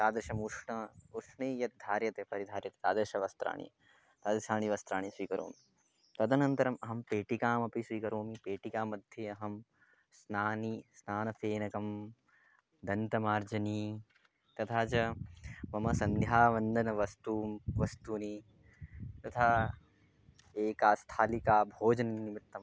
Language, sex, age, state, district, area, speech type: Sanskrit, male, 18-30, West Bengal, Darjeeling, urban, spontaneous